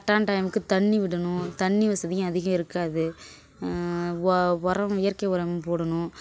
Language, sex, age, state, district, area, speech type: Tamil, female, 18-30, Tamil Nadu, Kallakurichi, urban, spontaneous